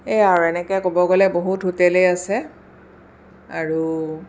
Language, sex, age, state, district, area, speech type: Assamese, female, 45-60, Assam, Sonitpur, urban, spontaneous